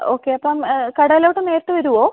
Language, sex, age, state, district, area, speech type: Malayalam, female, 30-45, Kerala, Idukki, rural, conversation